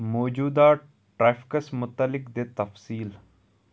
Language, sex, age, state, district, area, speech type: Kashmiri, male, 18-30, Jammu and Kashmir, Kupwara, rural, read